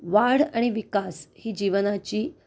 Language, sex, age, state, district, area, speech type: Marathi, female, 45-60, Maharashtra, Pune, urban, spontaneous